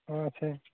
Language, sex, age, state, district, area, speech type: Assamese, male, 18-30, Assam, Morigaon, rural, conversation